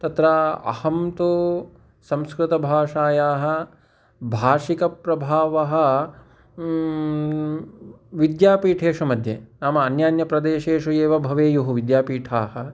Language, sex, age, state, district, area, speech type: Sanskrit, male, 30-45, Telangana, Hyderabad, urban, spontaneous